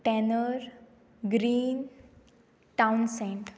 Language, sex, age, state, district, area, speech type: Goan Konkani, female, 18-30, Goa, Pernem, rural, spontaneous